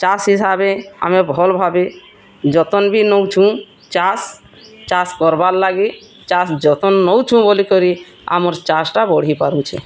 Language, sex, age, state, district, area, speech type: Odia, female, 45-60, Odisha, Bargarh, urban, spontaneous